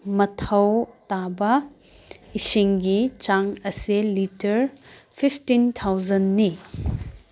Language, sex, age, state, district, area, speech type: Manipuri, female, 18-30, Manipur, Kangpokpi, urban, read